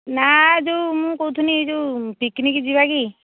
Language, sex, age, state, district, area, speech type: Odia, female, 45-60, Odisha, Angul, rural, conversation